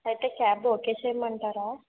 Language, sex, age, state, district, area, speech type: Telugu, female, 18-30, Andhra Pradesh, Konaseema, urban, conversation